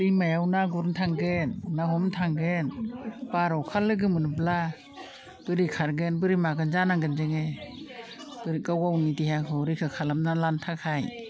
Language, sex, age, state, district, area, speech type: Bodo, female, 60+, Assam, Udalguri, rural, spontaneous